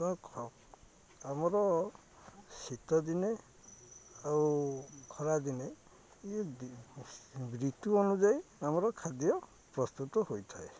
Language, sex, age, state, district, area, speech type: Odia, male, 30-45, Odisha, Jagatsinghpur, urban, spontaneous